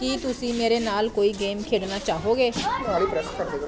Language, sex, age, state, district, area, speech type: Punjabi, female, 30-45, Punjab, Pathankot, rural, read